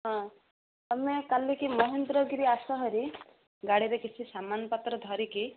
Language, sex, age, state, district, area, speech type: Odia, female, 45-60, Odisha, Gajapati, rural, conversation